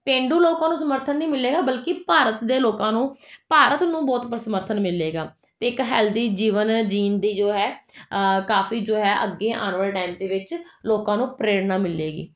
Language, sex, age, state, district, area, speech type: Punjabi, female, 30-45, Punjab, Jalandhar, urban, spontaneous